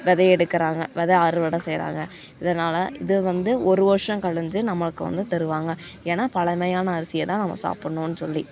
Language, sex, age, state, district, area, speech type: Tamil, female, 18-30, Tamil Nadu, Coimbatore, rural, spontaneous